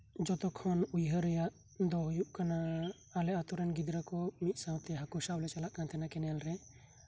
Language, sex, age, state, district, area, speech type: Santali, male, 18-30, West Bengal, Birbhum, rural, spontaneous